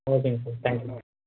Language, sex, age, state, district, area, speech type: Tamil, male, 18-30, Tamil Nadu, Tiruvannamalai, urban, conversation